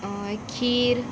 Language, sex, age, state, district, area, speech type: Goan Konkani, female, 18-30, Goa, Murmgao, rural, spontaneous